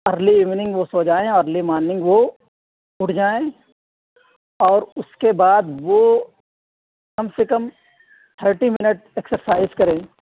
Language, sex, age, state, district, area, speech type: Urdu, female, 30-45, Delhi, South Delhi, rural, conversation